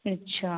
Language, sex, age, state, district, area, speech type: Hindi, female, 18-30, Madhya Pradesh, Betul, rural, conversation